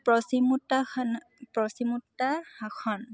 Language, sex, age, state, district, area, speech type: Assamese, female, 18-30, Assam, Lakhimpur, urban, spontaneous